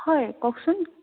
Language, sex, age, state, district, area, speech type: Assamese, female, 18-30, Assam, Sonitpur, rural, conversation